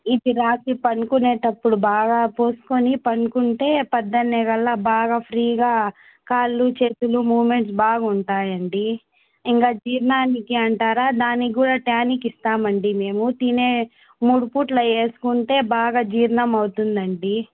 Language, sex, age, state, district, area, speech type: Telugu, female, 18-30, Andhra Pradesh, Annamaya, rural, conversation